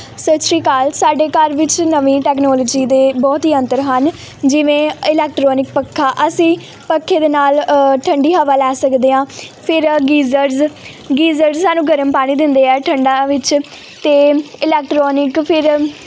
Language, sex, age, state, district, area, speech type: Punjabi, female, 18-30, Punjab, Hoshiarpur, rural, spontaneous